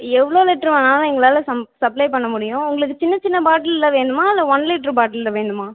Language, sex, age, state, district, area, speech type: Tamil, female, 18-30, Tamil Nadu, Cuddalore, rural, conversation